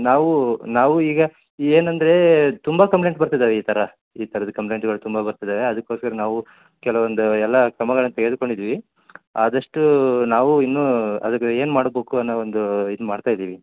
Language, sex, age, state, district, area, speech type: Kannada, male, 30-45, Karnataka, Koppal, rural, conversation